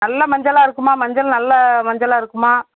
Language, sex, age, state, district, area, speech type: Tamil, female, 30-45, Tamil Nadu, Thoothukudi, urban, conversation